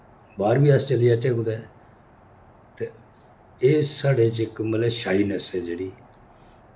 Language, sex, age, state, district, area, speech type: Dogri, male, 60+, Jammu and Kashmir, Reasi, urban, spontaneous